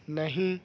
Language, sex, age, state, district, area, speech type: Urdu, male, 18-30, Maharashtra, Nashik, urban, read